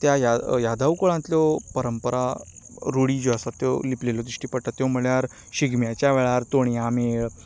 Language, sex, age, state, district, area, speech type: Goan Konkani, male, 30-45, Goa, Canacona, rural, spontaneous